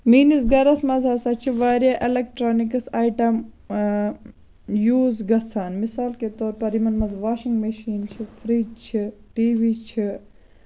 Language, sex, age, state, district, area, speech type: Kashmiri, female, 45-60, Jammu and Kashmir, Baramulla, rural, spontaneous